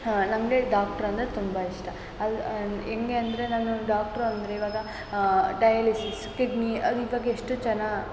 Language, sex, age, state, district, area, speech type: Kannada, female, 18-30, Karnataka, Mysore, urban, spontaneous